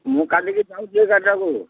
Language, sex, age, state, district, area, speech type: Odia, male, 60+, Odisha, Gajapati, rural, conversation